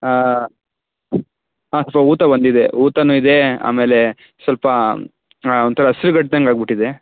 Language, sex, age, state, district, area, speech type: Kannada, male, 18-30, Karnataka, Tumkur, urban, conversation